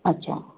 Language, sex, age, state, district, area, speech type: Sindhi, female, 45-60, Maharashtra, Mumbai Suburban, urban, conversation